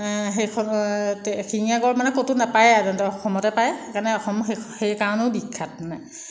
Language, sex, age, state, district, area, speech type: Assamese, female, 30-45, Assam, Jorhat, urban, spontaneous